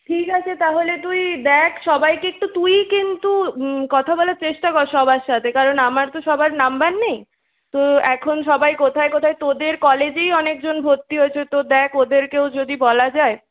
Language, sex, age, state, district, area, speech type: Bengali, female, 18-30, West Bengal, Purulia, urban, conversation